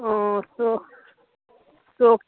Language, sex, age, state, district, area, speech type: Bengali, female, 30-45, West Bengal, Dakshin Dinajpur, urban, conversation